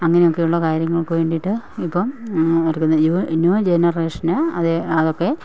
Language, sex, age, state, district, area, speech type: Malayalam, female, 45-60, Kerala, Pathanamthitta, rural, spontaneous